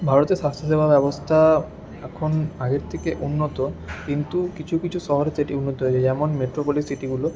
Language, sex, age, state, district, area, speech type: Bengali, male, 18-30, West Bengal, Paschim Bardhaman, rural, spontaneous